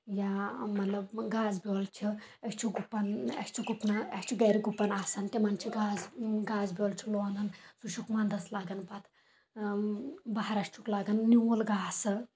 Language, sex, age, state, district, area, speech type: Kashmiri, female, 18-30, Jammu and Kashmir, Kulgam, rural, spontaneous